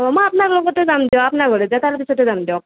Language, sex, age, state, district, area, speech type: Assamese, female, 18-30, Assam, Nalbari, rural, conversation